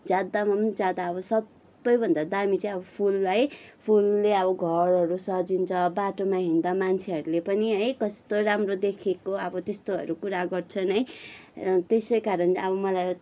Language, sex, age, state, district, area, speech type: Nepali, female, 30-45, West Bengal, Kalimpong, rural, spontaneous